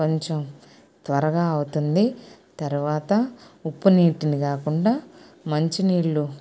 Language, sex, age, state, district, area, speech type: Telugu, female, 45-60, Andhra Pradesh, Nellore, rural, spontaneous